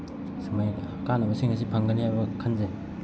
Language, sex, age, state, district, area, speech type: Manipuri, male, 18-30, Manipur, Bishnupur, rural, spontaneous